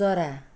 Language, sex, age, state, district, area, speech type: Nepali, female, 45-60, West Bengal, Jalpaiguri, rural, read